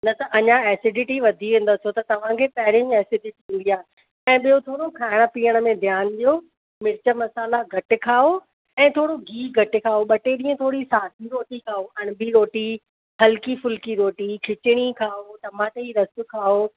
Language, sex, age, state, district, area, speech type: Sindhi, female, 45-60, Maharashtra, Thane, urban, conversation